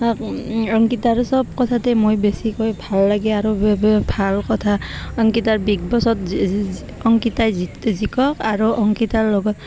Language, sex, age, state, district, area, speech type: Assamese, female, 18-30, Assam, Barpeta, rural, spontaneous